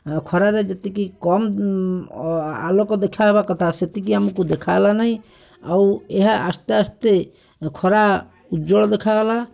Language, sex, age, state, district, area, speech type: Odia, male, 45-60, Odisha, Bhadrak, rural, spontaneous